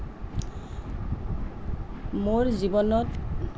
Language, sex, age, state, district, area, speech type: Assamese, female, 45-60, Assam, Nalbari, rural, spontaneous